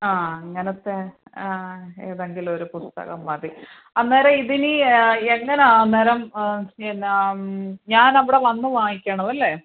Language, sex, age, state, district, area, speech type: Malayalam, female, 30-45, Kerala, Alappuzha, rural, conversation